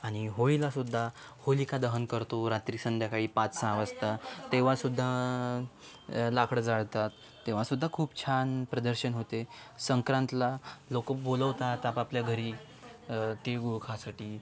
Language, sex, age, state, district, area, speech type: Marathi, male, 18-30, Maharashtra, Yavatmal, rural, spontaneous